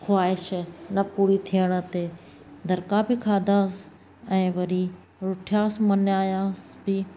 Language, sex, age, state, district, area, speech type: Sindhi, female, 45-60, Maharashtra, Thane, urban, spontaneous